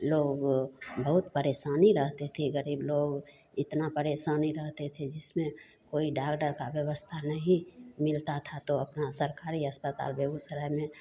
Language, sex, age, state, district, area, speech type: Hindi, female, 60+, Bihar, Begusarai, urban, spontaneous